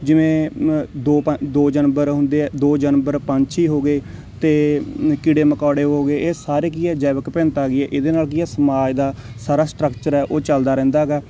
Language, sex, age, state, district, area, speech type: Punjabi, male, 18-30, Punjab, Mansa, urban, spontaneous